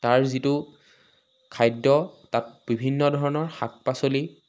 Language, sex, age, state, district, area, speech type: Assamese, male, 18-30, Assam, Sivasagar, rural, spontaneous